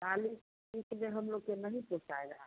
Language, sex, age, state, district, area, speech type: Hindi, female, 45-60, Bihar, Samastipur, rural, conversation